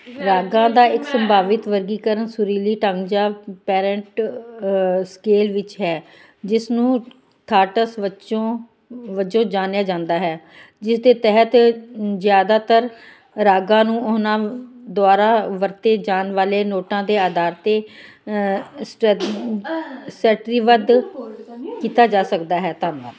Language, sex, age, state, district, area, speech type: Punjabi, female, 60+, Punjab, Ludhiana, rural, read